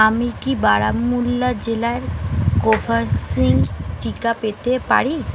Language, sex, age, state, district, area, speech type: Bengali, female, 30-45, West Bengal, Uttar Dinajpur, urban, read